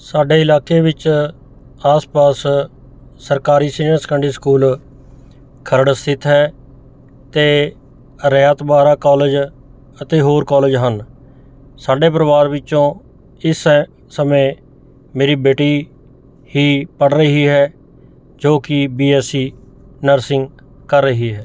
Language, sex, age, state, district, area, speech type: Punjabi, male, 45-60, Punjab, Mohali, urban, spontaneous